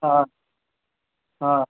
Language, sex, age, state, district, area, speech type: Sindhi, male, 18-30, Maharashtra, Mumbai Suburban, urban, conversation